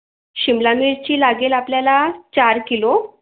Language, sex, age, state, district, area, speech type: Marathi, female, 45-60, Maharashtra, Yavatmal, urban, conversation